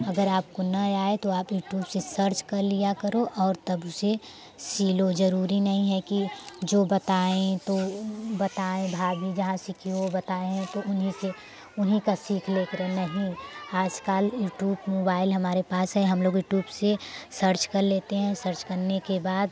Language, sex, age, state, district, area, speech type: Hindi, female, 18-30, Uttar Pradesh, Prayagraj, rural, spontaneous